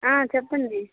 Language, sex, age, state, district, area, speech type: Telugu, female, 30-45, Andhra Pradesh, Kadapa, rural, conversation